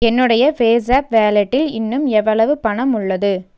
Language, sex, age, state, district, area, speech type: Tamil, female, 18-30, Tamil Nadu, Erode, rural, read